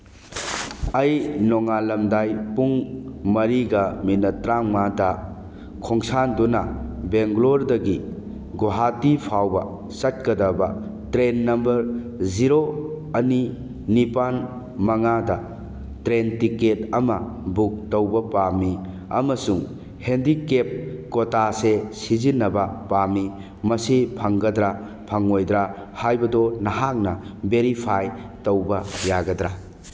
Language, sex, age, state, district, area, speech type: Manipuri, male, 45-60, Manipur, Churachandpur, rural, read